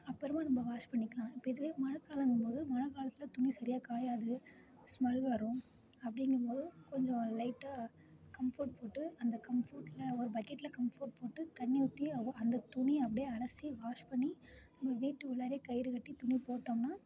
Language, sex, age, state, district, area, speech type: Tamil, female, 30-45, Tamil Nadu, Ariyalur, rural, spontaneous